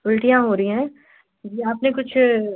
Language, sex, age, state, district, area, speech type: Hindi, female, 18-30, Madhya Pradesh, Chhindwara, urban, conversation